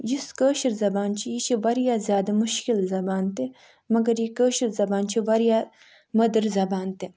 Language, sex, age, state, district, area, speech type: Kashmiri, female, 60+, Jammu and Kashmir, Ganderbal, urban, spontaneous